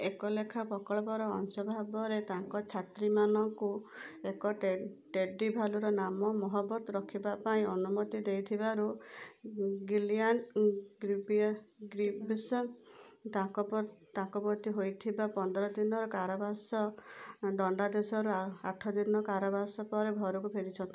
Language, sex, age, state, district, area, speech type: Odia, female, 45-60, Odisha, Kendujhar, urban, read